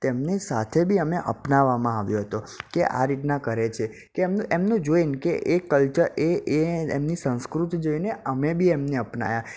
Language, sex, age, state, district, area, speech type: Gujarati, male, 18-30, Gujarat, Ahmedabad, urban, spontaneous